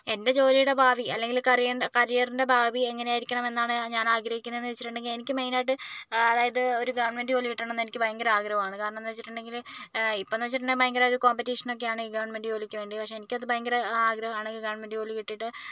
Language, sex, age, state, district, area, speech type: Malayalam, female, 45-60, Kerala, Kozhikode, urban, spontaneous